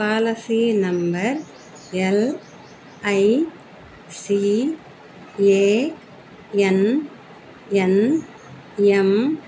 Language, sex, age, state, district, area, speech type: Telugu, female, 60+, Andhra Pradesh, Annamaya, urban, spontaneous